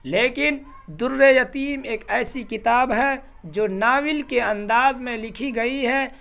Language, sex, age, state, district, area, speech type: Urdu, male, 18-30, Bihar, Purnia, rural, spontaneous